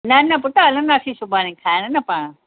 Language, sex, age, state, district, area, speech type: Sindhi, female, 45-60, Maharashtra, Mumbai Suburban, urban, conversation